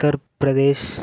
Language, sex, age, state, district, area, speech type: Tamil, male, 18-30, Tamil Nadu, Nagapattinam, rural, spontaneous